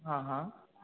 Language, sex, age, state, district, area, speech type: Hindi, male, 18-30, Madhya Pradesh, Ujjain, rural, conversation